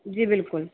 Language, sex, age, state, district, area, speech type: Hindi, female, 60+, Rajasthan, Jaipur, urban, conversation